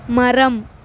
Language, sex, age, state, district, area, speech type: Tamil, female, 18-30, Tamil Nadu, Thoothukudi, rural, read